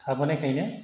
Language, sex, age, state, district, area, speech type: Bodo, male, 30-45, Assam, Chirang, rural, spontaneous